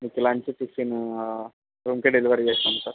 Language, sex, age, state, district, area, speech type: Telugu, male, 45-60, Andhra Pradesh, Kadapa, rural, conversation